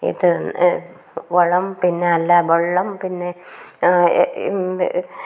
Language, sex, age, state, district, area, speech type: Malayalam, female, 45-60, Kerala, Kasaragod, rural, spontaneous